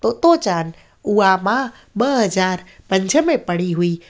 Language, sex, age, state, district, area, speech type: Sindhi, female, 30-45, Gujarat, Junagadh, rural, spontaneous